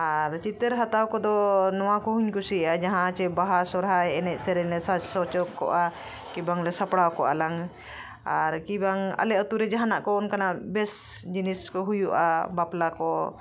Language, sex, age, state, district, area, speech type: Santali, female, 45-60, Jharkhand, Bokaro, rural, spontaneous